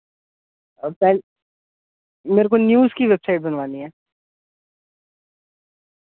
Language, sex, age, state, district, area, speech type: Urdu, male, 30-45, Delhi, North East Delhi, urban, conversation